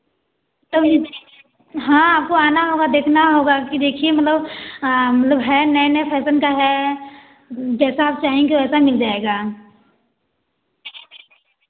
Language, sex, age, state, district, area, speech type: Hindi, female, 18-30, Uttar Pradesh, Varanasi, rural, conversation